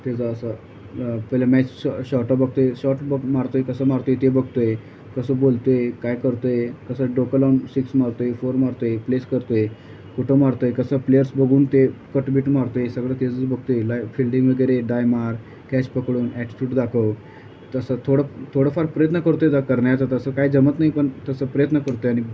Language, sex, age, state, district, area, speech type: Marathi, male, 18-30, Maharashtra, Sangli, urban, spontaneous